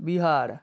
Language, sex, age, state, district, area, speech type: Bengali, male, 30-45, West Bengal, South 24 Parganas, rural, spontaneous